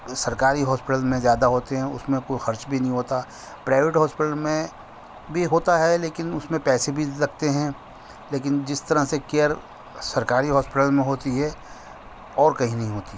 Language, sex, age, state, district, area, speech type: Urdu, male, 45-60, Delhi, Central Delhi, urban, spontaneous